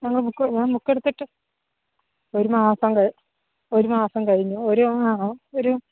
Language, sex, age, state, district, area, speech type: Malayalam, female, 30-45, Kerala, Idukki, rural, conversation